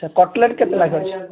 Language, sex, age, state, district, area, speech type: Odia, male, 45-60, Odisha, Gajapati, rural, conversation